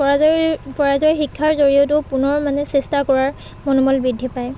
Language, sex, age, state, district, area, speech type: Assamese, female, 18-30, Assam, Charaideo, rural, spontaneous